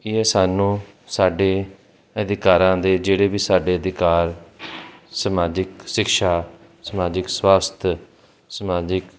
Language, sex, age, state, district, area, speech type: Punjabi, male, 30-45, Punjab, Jalandhar, urban, spontaneous